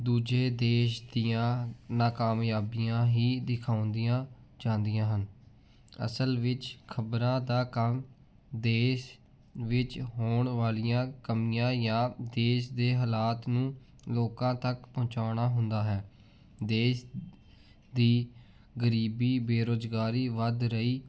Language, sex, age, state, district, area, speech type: Punjabi, male, 18-30, Punjab, Jalandhar, urban, spontaneous